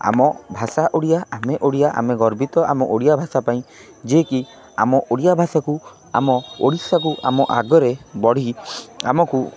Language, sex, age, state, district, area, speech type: Odia, male, 18-30, Odisha, Kendrapara, urban, spontaneous